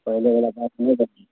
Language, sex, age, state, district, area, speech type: Maithili, male, 18-30, Bihar, Samastipur, rural, conversation